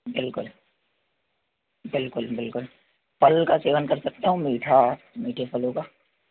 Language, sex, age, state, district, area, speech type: Hindi, male, 18-30, Madhya Pradesh, Jabalpur, urban, conversation